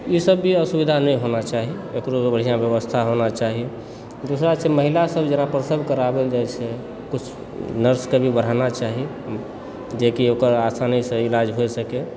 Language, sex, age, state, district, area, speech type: Maithili, male, 30-45, Bihar, Supaul, urban, spontaneous